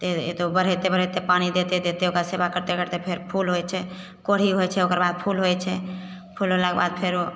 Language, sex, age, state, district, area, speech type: Maithili, female, 30-45, Bihar, Begusarai, rural, spontaneous